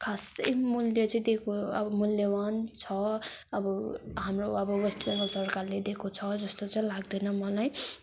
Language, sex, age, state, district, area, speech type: Nepali, female, 18-30, West Bengal, Darjeeling, rural, spontaneous